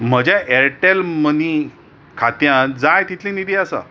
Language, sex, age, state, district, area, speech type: Goan Konkani, male, 45-60, Goa, Bardez, urban, read